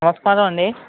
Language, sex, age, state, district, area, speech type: Telugu, male, 60+, Andhra Pradesh, West Godavari, rural, conversation